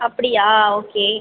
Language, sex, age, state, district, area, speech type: Tamil, female, 18-30, Tamil Nadu, Pudukkottai, rural, conversation